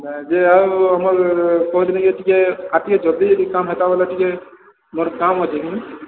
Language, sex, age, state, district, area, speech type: Odia, male, 18-30, Odisha, Balangir, urban, conversation